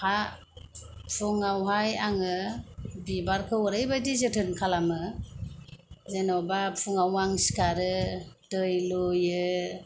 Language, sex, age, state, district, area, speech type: Bodo, female, 30-45, Assam, Kokrajhar, rural, spontaneous